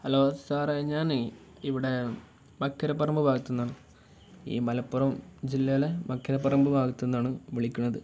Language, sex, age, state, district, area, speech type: Malayalam, male, 18-30, Kerala, Kozhikode, rural, spontaneous